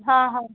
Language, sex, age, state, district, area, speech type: Marathi, female, 30-45, Maharashtra, Wardha, rural, conversation